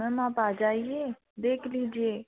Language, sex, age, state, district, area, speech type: Hindi, female, 18-30, Madhya Pradesh, Betul, rural, conversation